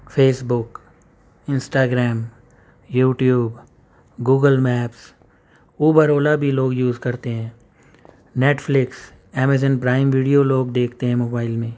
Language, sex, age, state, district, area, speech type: Urdu, male, 30-45, Uttar Pradesh, Gautam Buddha Nagar, urban, spontaneous